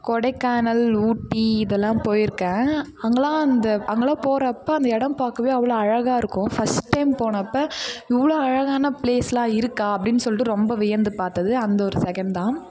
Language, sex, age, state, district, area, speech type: Tamil, female, 18-30, Tamil Nadu, Kallakurichi, urban, spontaneous